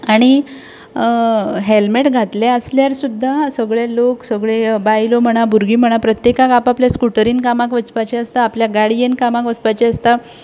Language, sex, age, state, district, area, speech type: Goan Konkani, female, 30-45, Goa, Tiswadi, rural, spontaneous